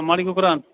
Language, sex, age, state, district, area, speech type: Maithili, male, 18-30, Bihar, Purnia, urban, conversation